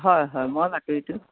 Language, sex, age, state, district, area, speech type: Assamese, female, 60+, Assam, Majuli, urban, conversation